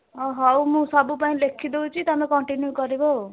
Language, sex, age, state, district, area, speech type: Odia, female, 18-30, Odisha, Kalahandi, rural, conversation